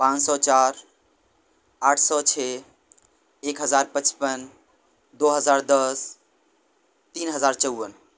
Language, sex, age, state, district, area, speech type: Urdu, male, 18-30, Delhi, North West Delhi, urban, spontaneous